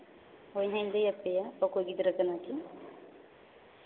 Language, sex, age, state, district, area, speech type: Santali, female, 18-30, Jharkhand, Seraikela Kharsawan, rural, conversation